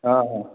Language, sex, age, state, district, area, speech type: Hindi, male, 60+, Bihar, Begusarai, urban, conversation